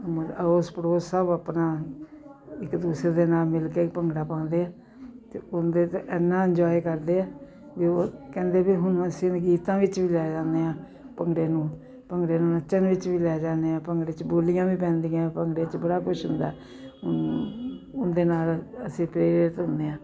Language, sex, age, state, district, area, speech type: Punjabi, female, 60+, Punjab, Jalandhar, urban, spontaneous